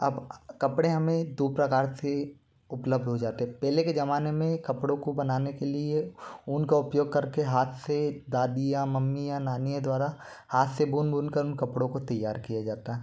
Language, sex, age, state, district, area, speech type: Hindi, male, 18-30, Madhya Pradesh, Bhopal, urban, spontaneous